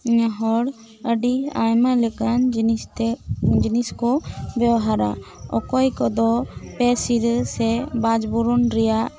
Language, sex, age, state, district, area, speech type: Santali, female, 18-30, West Bengal, Bankura, rural, spontaneous